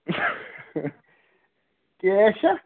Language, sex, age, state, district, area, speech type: Kashmiri, male, 30-45, Jammu and Kashmir, Kupwara, rural, conversation